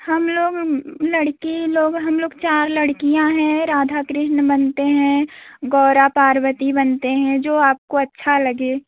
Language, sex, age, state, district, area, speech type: Hindi, female, 18-30, Uttar Pradesh, Jaunpur, urban, conversation